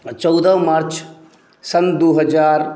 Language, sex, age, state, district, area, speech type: Maithili, male, 45-60, Bihar, Saharsa, urban, spontaneous